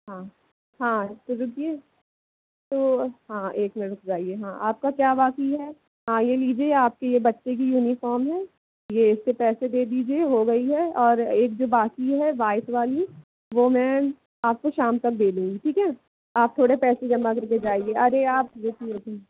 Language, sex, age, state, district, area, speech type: Hindi, female, 18-30, Madhya Pradesh, Jabalpur, urban, conversation